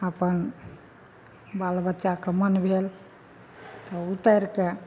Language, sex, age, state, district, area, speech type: Maithili, female, 60+, Bihar, Madhepura, urban, spontaneous